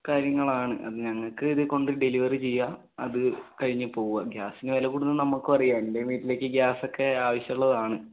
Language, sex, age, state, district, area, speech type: Malayalam, male, 18-30, Kerala, Wayanad, rural, conversation